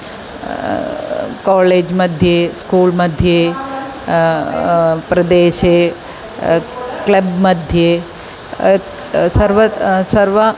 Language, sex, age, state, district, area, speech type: Sanskrit, female, 45-60, Kerala, Ernakulam, urban, spontaneous